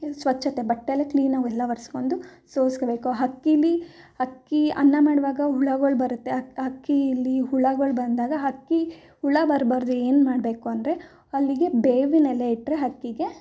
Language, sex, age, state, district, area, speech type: Kannada, female, 18-30, Karnataka, Mysore, urban, spontaneous